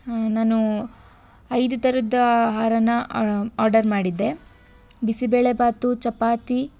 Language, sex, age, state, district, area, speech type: Kannada, female, 18-30, Karnataka, Tumkur, urban, spontaneous